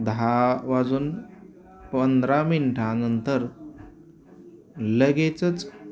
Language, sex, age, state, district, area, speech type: Marathi, male, 45-60, Maharashtra, Osmanabad, rural, spontaneous